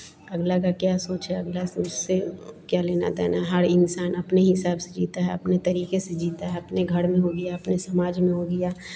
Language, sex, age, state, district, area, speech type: Hindi, female, 45-60, Bihar, Vaishali, urban, spontaneous